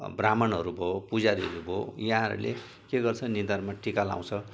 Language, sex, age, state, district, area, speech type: Nepali, male, 60+, West Bengal, Jalpaiguri, rural, spontaneous